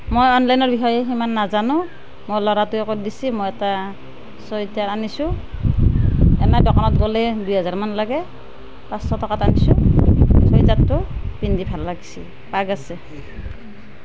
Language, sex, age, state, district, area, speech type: Assamese, female, 30-45, Assam, Nalbari, rural, spontaneous